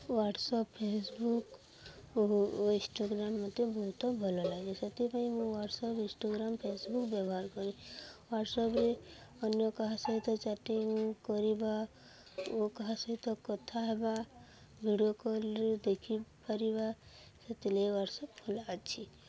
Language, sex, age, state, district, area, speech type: Odia, female, 18-30, Odisha, Subarnapur, urban, spontaneous